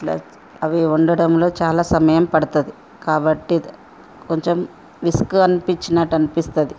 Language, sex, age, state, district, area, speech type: Telugu, female, 45-60, Telangana, Ranga Reddy, rural, spontaneous